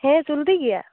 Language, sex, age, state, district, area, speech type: Santali, female, 18-30, West Bengal, Purulia, rural, conversation